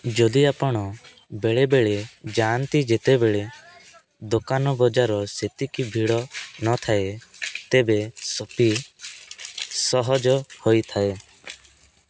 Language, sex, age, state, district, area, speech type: Odia, male, 18-30, Odisha, Rayagada, rural, read